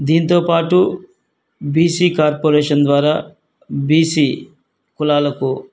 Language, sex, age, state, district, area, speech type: Telugu, male, 45-60, Andhra Pradesh, Guntur, rural, spontaneous